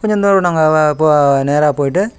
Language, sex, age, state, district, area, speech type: Tamil, male, 45-60, Tamil Nadu, Kallakurichi, rural, spontaneous